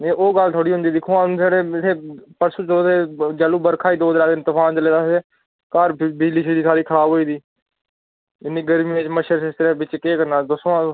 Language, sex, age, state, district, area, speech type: Dogri, male, 18-30, Jammu and Kashmir, Udhampur, rural, conversation